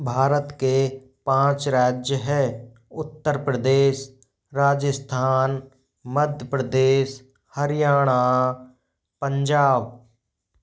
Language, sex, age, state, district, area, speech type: Hindi, male, 30-45, Rajasthan, Jaipur, urban, spontaneous